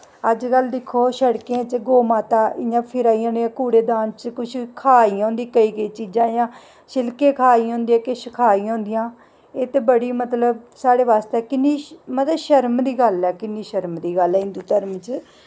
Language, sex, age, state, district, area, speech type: Dogri, female, 30-45, Jammu and Kashmir, Jammu, rural, spontaneous